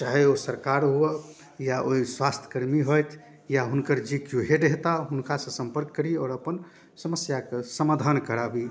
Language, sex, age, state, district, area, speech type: Maithili, male, 30-45, Bihar, Darbhanga, rural, spontaneous